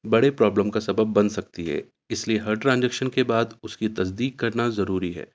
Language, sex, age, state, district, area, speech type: Urdu, male, 45-60, Uttar Pradesh, Ghaziabad, urban, spontaneous